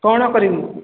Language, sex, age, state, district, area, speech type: Odia, female, 45-60, Odisha, Sambalpur, rural, conversation